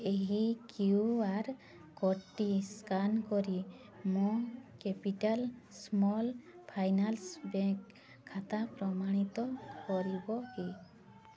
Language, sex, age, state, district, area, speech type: Odia, female, 18-30, Odisha, Mayurbhanj, rural, read